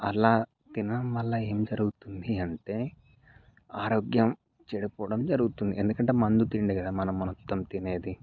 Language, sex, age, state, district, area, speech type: Telugu, male, 18-30, Telangana, Mancherial, rural, spontaneous